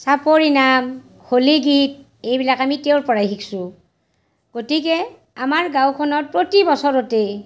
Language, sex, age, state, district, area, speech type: Assamese, female, 45-60, Assam, Barpeta, rural, spontaneous